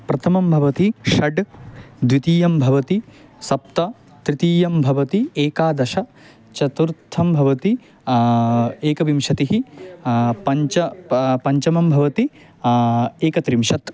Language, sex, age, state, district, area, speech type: Sanskrit, male, 18-30, West Bengal, Paschim Medinipur, urban, spontaneous